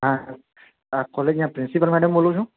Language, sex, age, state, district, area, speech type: Gujarati, male, 30-45, Gujarat, Valsad, rural, conversation